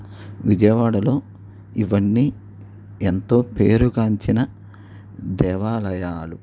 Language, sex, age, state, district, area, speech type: Telugu, male, 45-60, Andhra Pradesh, N T Rama Rao, urban, spontaneous